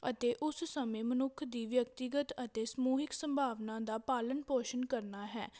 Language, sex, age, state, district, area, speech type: Punjabi, female, 18-30, Punjab, Patiala, rural, spontaneous